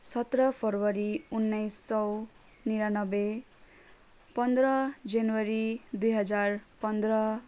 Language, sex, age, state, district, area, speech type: Nepali, female, 18-30, West Bengal, Darjeeling, rural, spontaneous